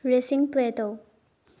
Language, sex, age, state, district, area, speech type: Manipuri, female, 18-30, Manipur, Bishnupur, rural, read